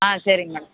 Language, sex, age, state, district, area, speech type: Tamil, female, 30-45, Tamil Nadu, Vellore, urban, conversation